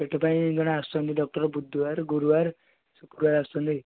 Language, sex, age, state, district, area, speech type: Odia, male, 30-45, Odisha, Kendujhar, urban, conversation